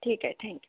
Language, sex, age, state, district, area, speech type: Marathi, female, 18-30, Maharashtra, Akola, rural, conversation